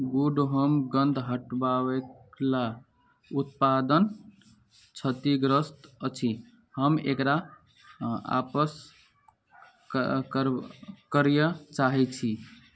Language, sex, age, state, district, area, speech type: Maithili, male, 18-30, Bihar, Araria, rural, read